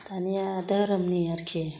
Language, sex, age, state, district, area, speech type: Bodo, female, 30-45, Assam, Kokrajhar, rural, spontaneous